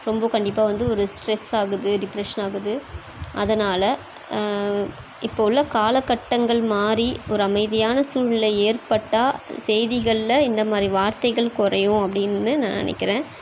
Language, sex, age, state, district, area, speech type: Tamil, female, 30-45, Tamil Nadu, Chennai, urban, spontaneous